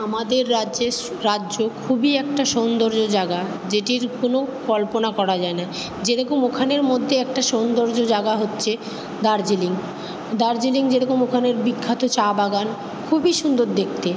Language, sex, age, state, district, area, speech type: Bengali, female, 30-45, West Bengal, Purba Bardhaman, urban, spontaneous